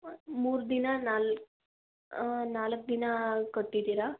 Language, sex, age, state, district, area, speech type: Kannada, female, 30-45, Karnataka, Davanagere, urban, conversation